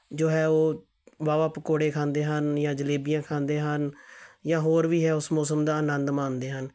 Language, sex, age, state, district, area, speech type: Punjabi, male, 30-45, Punjab, Tarn Taran, urban, spontaneous